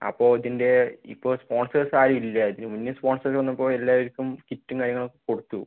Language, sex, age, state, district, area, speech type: Malayalam, male, 18-30, Kerala, Palakkad, rural, conversation